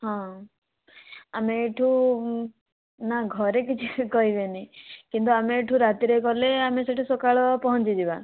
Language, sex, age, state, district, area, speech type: Odia, female, 18-30, Odisha, Kandhamal, rural, conversation